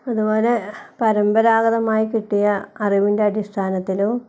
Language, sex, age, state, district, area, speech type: Malayalam, female, 60+, Kerala, Wayanad, rural, spontaneous